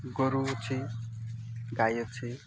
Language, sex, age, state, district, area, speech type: Odia, male, 18-30, Odisha, Malkangiri, rural, spontaneous